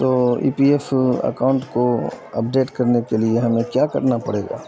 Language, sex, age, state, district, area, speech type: Urdu, male, 30-45, Bihar, Madhubani, urban, spontaneous